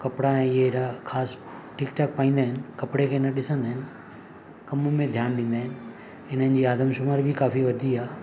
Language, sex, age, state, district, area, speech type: Sindhi, male, 45-60, Maharashtra, Mumbai Suburban, urban, spontaneous